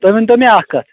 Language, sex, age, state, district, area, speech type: Kashmiri, male, 18-30, Jammu and Kashmir, Shopian, urban, conversation